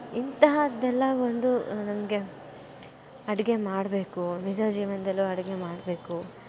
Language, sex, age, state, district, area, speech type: Kannada, female, 18-30, Karnataka, Dakshina Kannada, rural, spontaneous